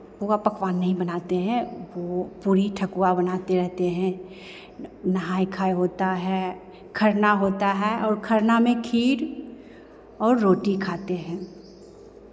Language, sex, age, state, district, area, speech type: Hindi, female, 45-60, Bihar, Begusarai, rural, spontaneous